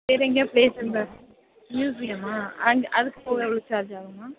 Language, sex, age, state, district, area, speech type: Tamil, female, 18-30, Tamil Nadu, Pudukkottai, rural, conversation